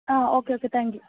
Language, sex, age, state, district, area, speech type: Malayalam, female, 18-30, Kerala, Wayanad, rural, conversation